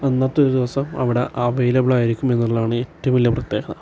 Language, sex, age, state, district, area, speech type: Malayalam, male, 30-45, Kerala, Malappuram, rural, spontaneous